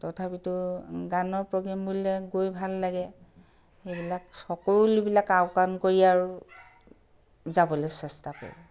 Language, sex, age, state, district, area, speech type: Assamese, female, 60+, Assam, Charaideo, urban, spontaneous